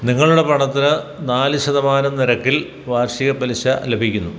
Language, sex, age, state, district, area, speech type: Malayalam, male, 60+, Kerala, Kottayam, rural, read